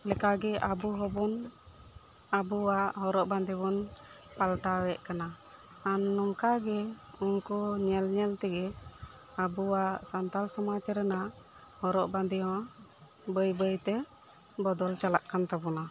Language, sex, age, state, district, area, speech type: Santali, female, 30-45, West Bengal, Birbhum, rural, spontaneous